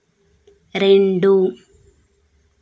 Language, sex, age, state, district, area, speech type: Telugu, female, 18-30, Telangana, Nalgonda, urban, read